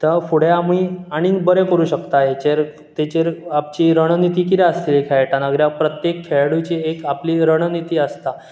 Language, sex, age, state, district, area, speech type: Goan Konkani, male, 18-30, Goa, Bardez, urban, spontaneous